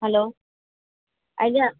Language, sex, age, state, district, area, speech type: Odia, female, 45-60, Odisha, Sundergarh, rural, conversation